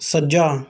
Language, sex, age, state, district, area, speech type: Punjabi, male, 30-45, Punjab, Rupnagar, rural, read